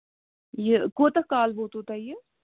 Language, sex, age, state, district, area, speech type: Kashmiri, female, 18-30, Jammu and Kashmir, Budgam, urban, conversation